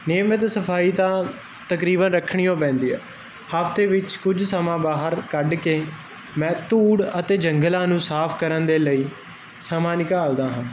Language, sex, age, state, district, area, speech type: Punjabi, male, 18-30, Punjab, Kapurthala, urban, spontaneous